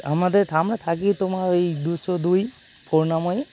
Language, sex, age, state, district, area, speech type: Bengali, male, 30-45, West Bengal, North 24 Parganas, urban, spontaneous